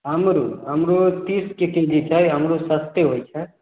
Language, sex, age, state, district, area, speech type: Maithili, male, 18-30, Bihar, Samastipur, rural, conversation